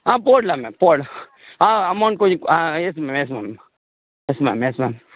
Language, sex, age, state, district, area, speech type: Tamil, male, 30-45, Tamil Nadu, Tirunelveli, rural, conversation